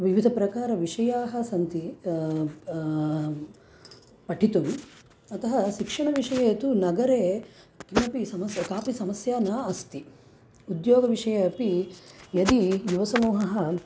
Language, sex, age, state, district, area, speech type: Sanskrit, female, 30-45, Andhra Pradesh, Krishna, urban, spontaneous